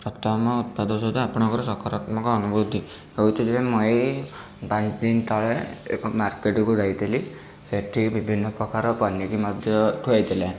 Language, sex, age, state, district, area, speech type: Odia, male, 18-30, Odisha, Bhadrak, rural, spontaneous